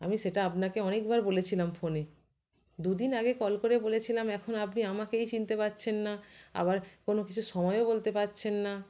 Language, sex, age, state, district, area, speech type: Bengali, female, 30-45, West Bengal, North 24 Parganas, urban, spontaneous